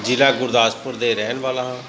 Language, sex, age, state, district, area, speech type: Punjabi, male, 30-45, Punjab, Gurdaspur, rural, spontaneous